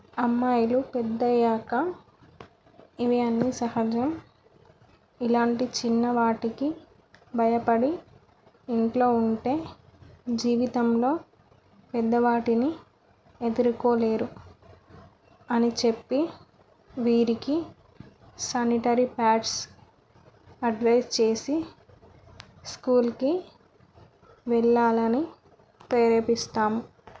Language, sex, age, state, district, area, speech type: Telugu, female, 30-45, Telangana, Karimnagar, rural, spontaneous